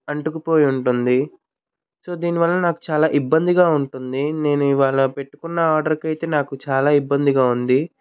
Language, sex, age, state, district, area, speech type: Telugu, male, 45-60, Andhra Pradesh, Krishna, urban, spontaneous